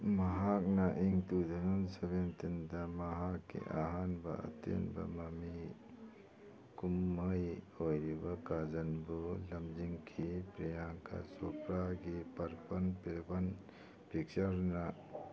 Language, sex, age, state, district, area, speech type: Manipuri, male, 45-60, Manipur, Churachandpur, urban, read